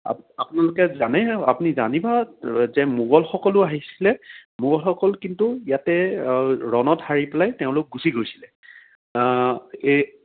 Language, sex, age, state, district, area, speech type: Assamese, male, 30-45, Assam, Jorhat, urban, conversation